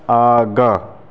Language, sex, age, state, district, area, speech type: Maithili, male, 30-45, Bihar, Begusarai, urban, read